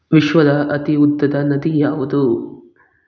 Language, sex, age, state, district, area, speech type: Kannada, male, 18-30, Karnataka, Bangalore Rural, rural, read